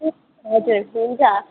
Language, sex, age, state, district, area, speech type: Nepali, female, 18-30, West Bengal, Darjeeling, rural, conversation